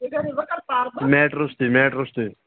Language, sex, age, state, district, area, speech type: Kashmiri, male, 18-30, Jammu and Kashmir, Ganderbal, rural, conversation